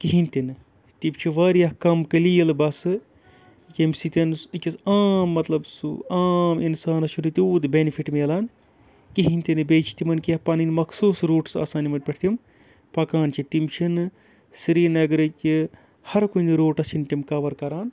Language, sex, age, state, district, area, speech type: Kashmiri, male, 30-45, Jammu and Kashmir, Srinagar, urban, spontaneous